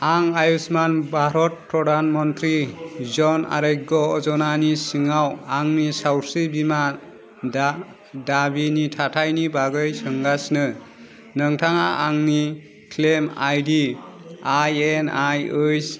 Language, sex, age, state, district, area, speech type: Bodo, male, 30-45, Assam, Kokrajhar, rural, read